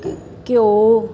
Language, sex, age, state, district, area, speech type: Punjabi, female, 30-45, Punjab, Ludhiana, urban, spontaneous